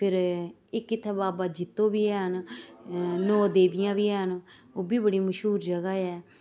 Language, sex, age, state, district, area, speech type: Dogri, female, 45-60, Jammu and Kashmir, Samba, urban, spontaneous